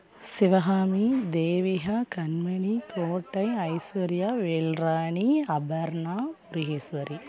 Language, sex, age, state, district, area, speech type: Tamil, female, 18-30, Tamil Nadu, Thoothukudi, rural, spontaneous